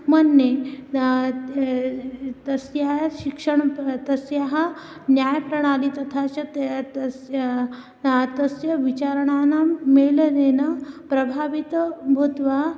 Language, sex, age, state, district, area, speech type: Sanskrit, female, 30-45, Maharashtra, Nagpur, urban, spontaneous